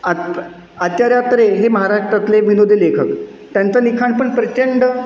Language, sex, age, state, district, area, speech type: Marathi, male, 30-45, Maharashtra, Satara, urban, spontaneous